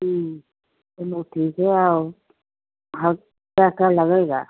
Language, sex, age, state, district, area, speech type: Hindi, female, 30-45, Uttar Pradesh, Jaunpur, rural, conversation